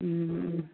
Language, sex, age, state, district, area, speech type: Manipuri, female, 45-60, Manipur, Churachandpur, urban, conversation